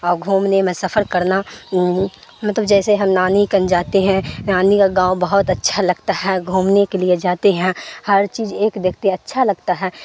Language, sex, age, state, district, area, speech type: Urdu, female, 18-30, Bihar, Supaul, rural, spontaneous